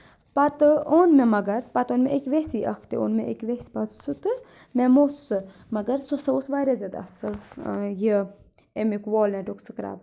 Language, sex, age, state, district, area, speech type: Kashmiri, male, 45-60, Jammu and Kashmir, Budgam, rural, spontaneous